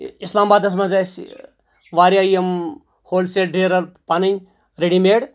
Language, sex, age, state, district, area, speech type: Kashmiri, male, 45-60, Jammu and Kashmir, Anantnag, rural, spontaneous